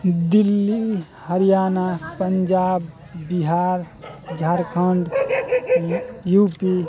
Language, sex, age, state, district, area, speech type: Maithili, male, 18-30, Bihar, Muzaffarpur, rural, spontaneous